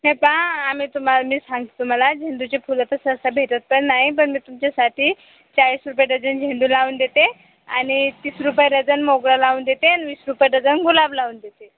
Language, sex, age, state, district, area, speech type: Marathi, female, 18-30, Maharashtra, Buldhana, rural, conversation